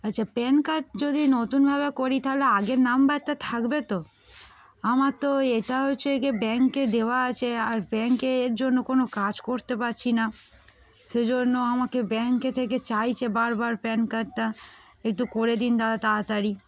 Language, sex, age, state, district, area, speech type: Bengali, female, 18-30, West Bengal, Darjeeling, urban, spontaneous